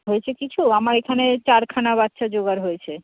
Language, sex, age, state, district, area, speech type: Bengali, female, 45-60, West Bengal, Jhargram, rural, conversation